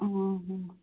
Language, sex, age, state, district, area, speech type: Odia, female, 18-30, Odisha, Nabarangpur, urban, conversation